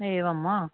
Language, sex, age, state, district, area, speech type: Sanskrit, female, 60+, Karnataka, Uttara Kannada, urban, conversation